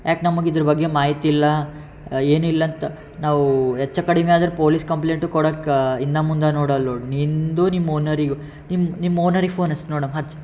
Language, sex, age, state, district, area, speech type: Kannada, male, 18-30, Karnataka, Yadgir, urban, spontaneous